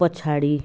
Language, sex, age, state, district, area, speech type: Nepali, female, 60+, West Bengal, Jalpaiguri, rural, read